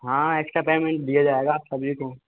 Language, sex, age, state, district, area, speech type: Hindi, male, 18-30, Rajasthan, Karauli, rural, conversation